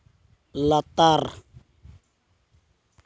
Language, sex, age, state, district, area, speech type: Santali, male, 45-60, West Bengal, Purulia, rural, read